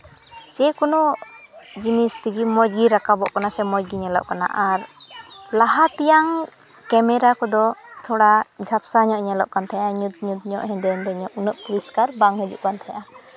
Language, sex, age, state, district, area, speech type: Santali, female, 18-30, West Bengal, Malda, rural, spontaneous